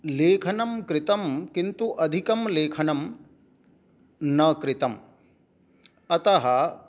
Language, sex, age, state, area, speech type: Sanskrit, male, 60+, Jharkhand, rural, spontaneous